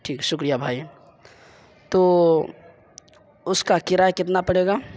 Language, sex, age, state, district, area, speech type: Urdu, male, 30-45, Bihar, Purnia, rural, spontaneous